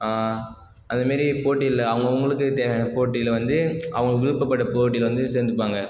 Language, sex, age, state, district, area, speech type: Tamil, male, 30-45, Tamil Nadu, Cuddalore, rural, spontaneous